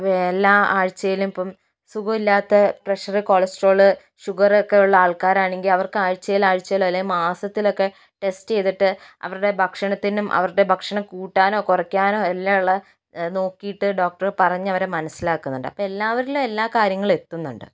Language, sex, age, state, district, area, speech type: Malayalam, female, 18-30, Kerala, Kozhikode, urban, spontaneous